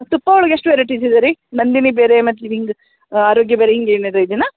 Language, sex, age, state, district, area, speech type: Kannada, female, 45-60, Karnataka, Dharwad, rural, conversation